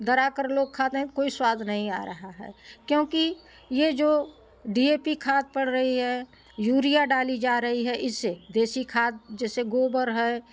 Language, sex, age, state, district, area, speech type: Hindi, female, 60+, Uttar Pradesh, Prayagraj, urban, spontaneous